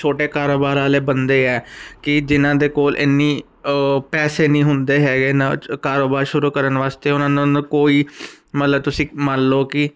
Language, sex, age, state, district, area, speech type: Punjabi, male, 45-60, Punjab, Ludhiana, urban, spontaneous